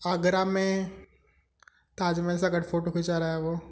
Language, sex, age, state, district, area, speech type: Sindhi, male, 18-30, Gujarat, Kutch, urban, spontaneous